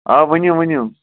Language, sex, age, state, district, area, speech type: Kashmiri, male, 30-45, Jammu and Kashmir, Srinagar, urban, conversation